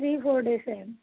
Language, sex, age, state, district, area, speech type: Telugu, female, 30-45, Telangana, Mancherial, rural, conversation